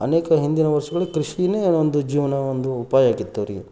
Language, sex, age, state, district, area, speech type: Kannada, male, 30-45, Karnataka, Gadag, rural, spontaneous